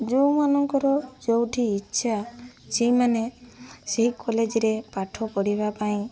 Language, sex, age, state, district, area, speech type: Odia, female, 30-45, Odisha, Mayurbhanj, rural, spontaneous